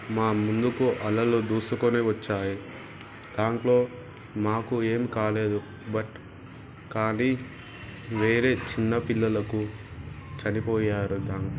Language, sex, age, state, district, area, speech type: Telugu, male, 18-30, Andhra Pradesh, Anantapur, urban, spontaneous